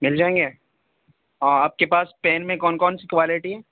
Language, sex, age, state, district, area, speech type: Urdu, male, 18-30, Delhi, North West Delhi, urban, conversation